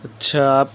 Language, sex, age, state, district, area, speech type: Urdu, male, 18-30, Delhi, East Delhi, urban, spontaneous